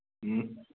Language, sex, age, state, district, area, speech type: Manipuri, male, 30-45, Manipur, Kangpokpi, urban, conversation